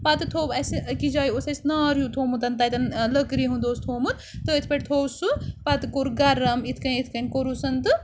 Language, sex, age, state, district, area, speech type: Kashmiri, female, 30-45, Jammu and Kashmir, Srinagar, urban, spontaneous